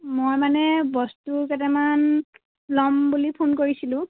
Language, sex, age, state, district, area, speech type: Assamese, female, 30-45, Assam, Jorhat, urban, conversation